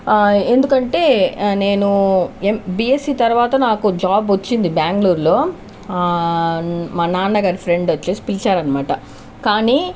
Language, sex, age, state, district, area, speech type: Telugu, female, 30-45, Andhra Pradesh, Sri Balaji, rural, spontaneous